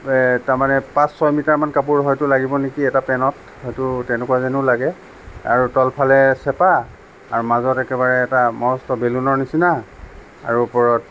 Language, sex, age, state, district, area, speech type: Assamese, male, 45-60, Assam, Sonitpur, rural, spontaneous